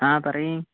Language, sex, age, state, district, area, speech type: Malayalam, male, 45-60, Kerala, Palakkad, urban, conversation